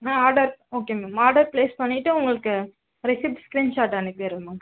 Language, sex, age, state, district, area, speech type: Tamil, female, 18-30, Tamil Nadu, Tiruvallur, urban, conversation